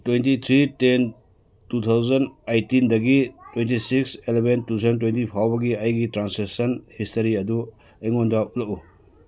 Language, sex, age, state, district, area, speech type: Manipuri, male, 60+, Manipur, Churachandpur, urban, read